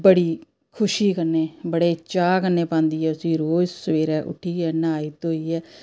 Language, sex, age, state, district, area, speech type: Dogri, female, 30-45, Jammu and Kashmir, Samba, rural, spontaneous